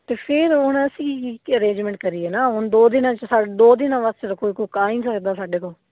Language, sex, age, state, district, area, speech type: Punjabi, female, 18-30, Punjab, Fazilka, rural, conversation